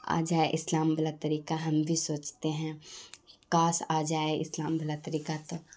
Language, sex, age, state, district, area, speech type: Urdu, female, 18-30, Bihar, Khagaria, rural, spontaneous